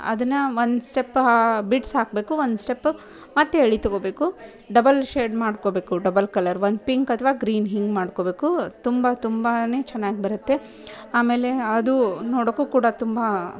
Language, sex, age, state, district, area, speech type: Kannada, female, 30-45, Karnataka, Dharwad, rural, spontaneous